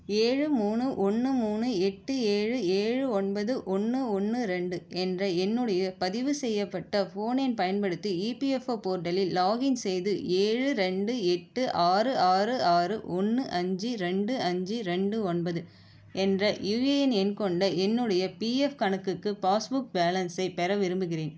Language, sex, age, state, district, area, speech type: Tamil, female, 45-60, Tamil Nadu, Ariyalur, rural, read